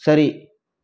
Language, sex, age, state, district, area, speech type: Tamil, male, 30-45, Tamil Nadu, Krishnagiri, rural, read